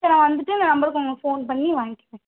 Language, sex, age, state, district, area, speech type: Tamil, female, 18-30, Tamil Nadu, Madurai, urban, conversation